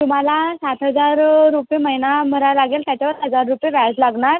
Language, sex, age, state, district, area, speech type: Marathi, female, 18-30, Maharashtra, Nagpur, urban, conversation